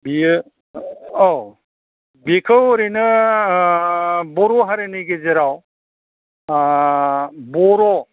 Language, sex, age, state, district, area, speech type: Bodo, male, 60+, Assam, Chirang, rural, conversation